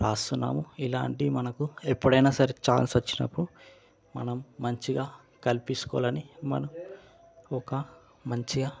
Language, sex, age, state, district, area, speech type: Telugu, male, 18-30, Telangana, Mahbubnagar, urban, spontaneous